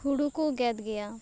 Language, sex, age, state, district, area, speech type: Santali, female, 18-30, West Bengal, Purba Bardhaman, rural, spontaneous